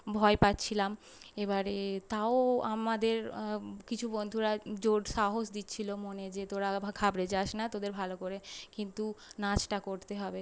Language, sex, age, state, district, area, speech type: Bengali, female, 18-30, West Bengal, North 24 Parganas, urban, spontaneous